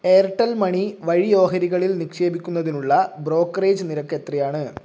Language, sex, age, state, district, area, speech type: Malayalam, male, 18-30, Kerala, Kozhikode, urban, read